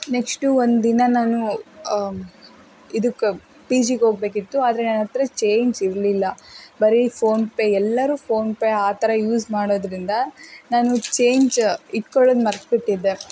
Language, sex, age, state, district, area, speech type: Kannada, female, 18-30, Karnataka, Davanagere, rural, spontaneous